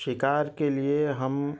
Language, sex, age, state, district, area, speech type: Urdu, male, 30-45, Telangana, Hyderabad, urban, spontaneous